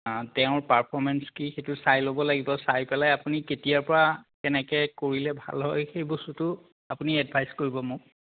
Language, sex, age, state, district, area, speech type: Assamese, male, 45-60, Assam, Biswanath, rural, conversation